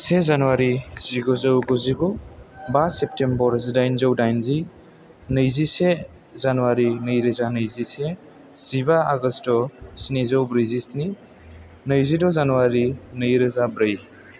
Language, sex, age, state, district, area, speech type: Bodo, male, 18-30, Assam, Chirang, urban, spontaneous